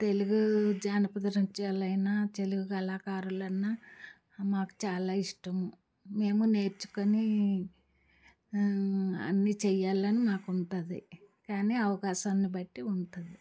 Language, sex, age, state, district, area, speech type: Telugu, female, 60+, Andhra Pradesh, Alluri Sitarama Raju, rural, spontaneous